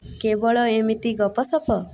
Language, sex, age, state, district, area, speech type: Odia, female, 18-30, Odisha, Boudh, rural, read